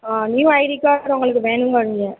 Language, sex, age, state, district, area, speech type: Tamil, female, 30-45, Tamil Nadu, Pudukkottai, rural, conversation